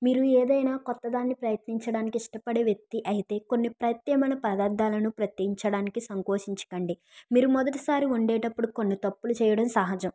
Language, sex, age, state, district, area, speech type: Telugu, female, 45-60, Andhra Pradesh, East Godavari, urban, spontaneous